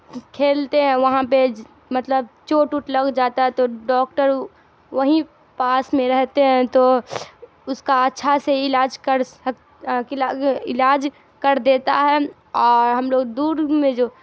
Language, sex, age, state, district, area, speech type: Urdu, female, 18-30, Bihar, Darbhanga, rural, spontaneous